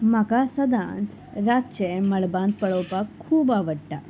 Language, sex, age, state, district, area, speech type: Goan Konkani, female, 30-45, Goa, Salcete, rural, spontaneous